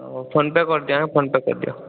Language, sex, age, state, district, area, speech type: Odia, male, 18-30, Odisha, Boudh, rural, conversation